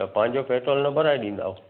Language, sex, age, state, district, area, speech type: Sindhi, male, 60+, Gujarat, Kutch, urban, conversation